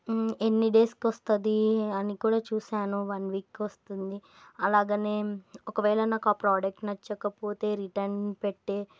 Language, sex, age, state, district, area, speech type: Telugu, female, 18-30, Andhra Pradesh, Nandyal, urban, spontaneous